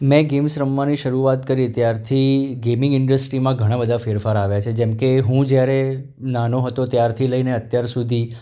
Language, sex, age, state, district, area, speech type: Gujarati, male, 30-45, Gujarat, Anand, urban, spontaneous